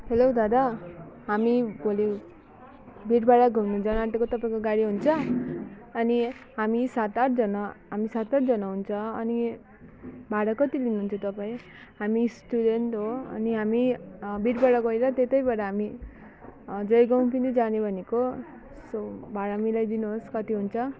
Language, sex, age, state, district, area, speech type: Nepali, female, 30-45, West Bengal, Alipurduar, urban, spontaneous